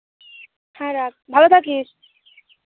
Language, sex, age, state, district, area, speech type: Bengali, female, 18-30, West Bengal, Uttar Dinajpur, urban, conversation